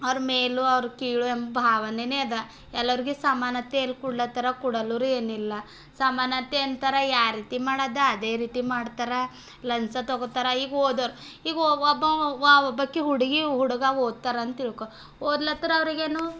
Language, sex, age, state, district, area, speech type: Kannada, female, 18-30, Karnataka, Bidar, urban, spontaneous